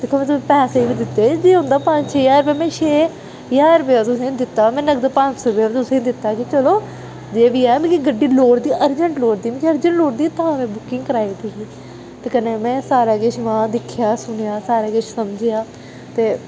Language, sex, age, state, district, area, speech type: Dogri, female, 18-30, Jammu and Kashmir, Udhampur, urban, spontaneous